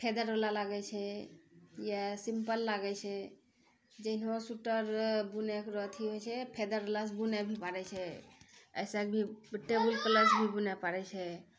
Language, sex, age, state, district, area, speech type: Maithili, female, 60+, Bihar, Purnia, rural, spontaneous